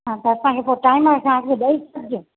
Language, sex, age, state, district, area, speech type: Sindhi, female, 45-60, Gujarat, Junagadh, urban, conversation